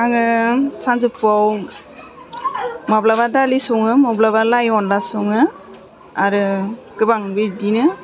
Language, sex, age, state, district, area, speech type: Bodo, female, 30-45, Assam, Udalguri, urban, spontaneous